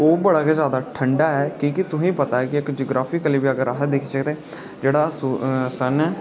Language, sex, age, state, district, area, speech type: Dogri, male, 18-30, Jammu and Kashmir, Udhampur, rural, spontaneous